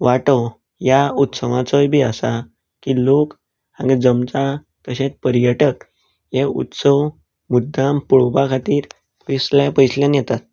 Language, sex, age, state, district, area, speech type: Goan Konkani, male, 18-30, Goa, Canacona, rural, spontaneous